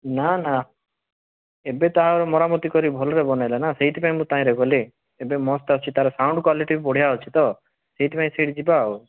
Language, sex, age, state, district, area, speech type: Odia, male, 45-60, Odisha, Bhadrak, rural, conversation